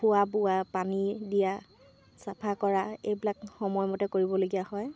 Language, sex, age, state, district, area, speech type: Assamese, female, 18-30, Assam, Sivasagar, rural, spontaneous